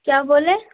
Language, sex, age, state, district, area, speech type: Urdu, female, 18-30, Bihar, Khagaria, rural, conversation